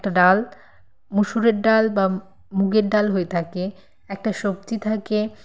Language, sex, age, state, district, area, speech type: Bengali, female, 18-30, West Bengal, Nadia, rural, spontaneous